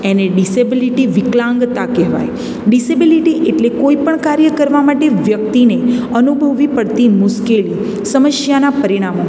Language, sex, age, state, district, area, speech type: Gujarati, female, 30-45, Gujarat, Surat, urban, spontaneous